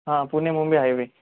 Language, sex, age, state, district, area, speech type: Marathi, male, 18-30, Maharashtra, Jalna, urban, conversation